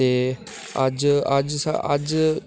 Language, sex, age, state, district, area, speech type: Dogri, male, 18-30, Jammu and Kashmir, Udhampur, urban, spontaneous